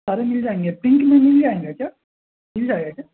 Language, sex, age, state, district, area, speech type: Urdu, male, 18-30, Delhi, North West Delhi, urban, conversation